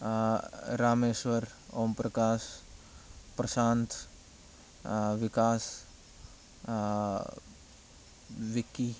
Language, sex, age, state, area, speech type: Sanskrit, male, 18-30, Haryana, rural, spontaneous